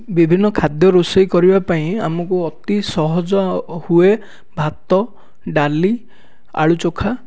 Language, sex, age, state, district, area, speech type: Odia, male, 18-30, Odisha, Dhenkanal, rural, spontaneous